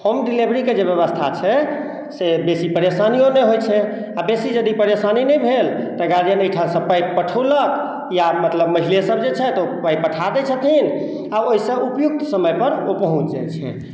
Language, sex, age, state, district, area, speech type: Maithili, male, 60+, Bihar, Madhubani, urban, spontaneous